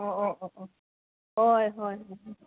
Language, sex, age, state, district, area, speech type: Manipuri, female, 30-45, Manipur, Senapati, rural, conversation